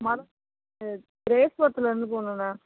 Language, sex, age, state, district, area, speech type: Tamil, female, 18-30, Tamil Nadu, Thoothukudi, urban, conversation